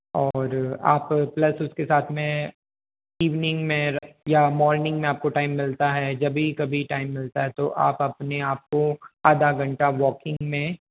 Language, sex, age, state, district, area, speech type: Hindi, male, 18-30, Rajasthan, Jodhpur, urban, conversation